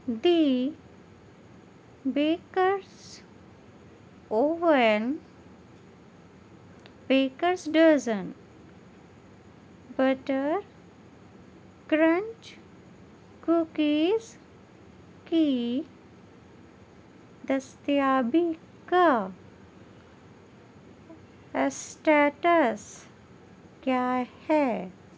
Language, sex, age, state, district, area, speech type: Urdu, female, 30-45, Delhi, Central Delhi, urban, read